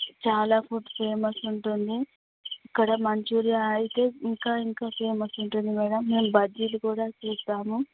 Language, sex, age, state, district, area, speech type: Telugu, female, 18-30, Andhra Pradesh, Visakhapatnam, urban, conversation